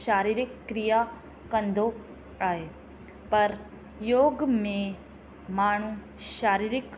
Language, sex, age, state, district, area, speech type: Sindhi, female, 18-30, Rajasthan, Ajmer, urban, spontaneous